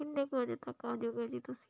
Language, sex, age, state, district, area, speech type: Punjabi, female, 45-60, Punjab, Shaheed Bhagat Singh Nagar, rural, spontaneous